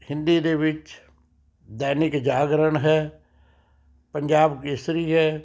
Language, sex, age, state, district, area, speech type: Punjabi, male, 60+, Punjab, Rupnagar, urban, spontaneous